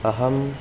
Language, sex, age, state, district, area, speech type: Sanskrit, male, 18-30, Karnataka, Uttara Kannada, urban, spontaneous